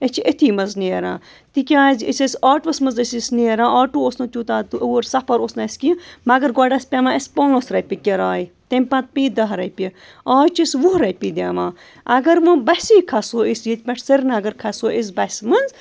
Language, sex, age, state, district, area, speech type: Kashmiri, female, 30-45, Jammu and Kashmir, Bandipora, rural, spontaneous